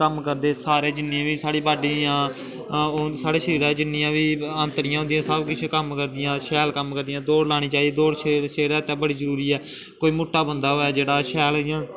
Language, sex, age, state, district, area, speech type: Dogri, male, 18-30, Jammu and Kashmir, Kathua, rural, spontaneous